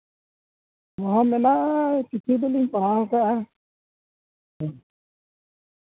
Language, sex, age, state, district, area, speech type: Santali, male, 45-60, Jharkhand, East Singhbhum, rural, conversation